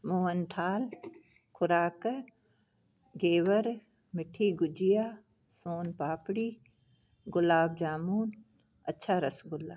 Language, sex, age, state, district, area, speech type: Sindhi, female, 60+, Uttar Pradesh, Lucknow, urban, spontaneous